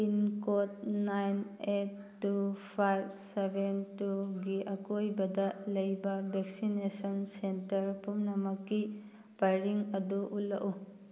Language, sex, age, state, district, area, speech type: Manipuri, female, 18-30, Manipur, Thoubal, rural, read